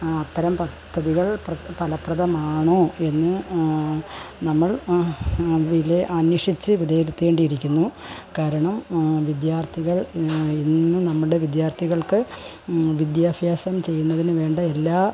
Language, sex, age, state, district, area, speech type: Malayalam, female, 45-60, Kerala, Kollam, rural, spontaneous